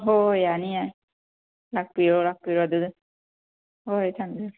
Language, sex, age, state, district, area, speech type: Manipuri, female, 45-60, Manipur, Kangpokpi, urban, conversation